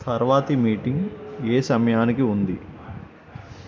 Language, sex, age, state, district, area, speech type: Telugu, male, 18-30, Andhra Pradesh, Eluru, urban, read